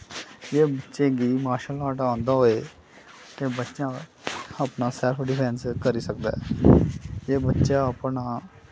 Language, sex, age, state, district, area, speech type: Dogri, male, 30-45, Jammu and Kashmir, Kathua, urban, spontaneous